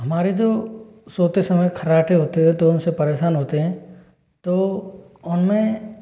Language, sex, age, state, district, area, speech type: Hindi, male, 45-60, Rajasthan, Jaipur, urban, spontaneous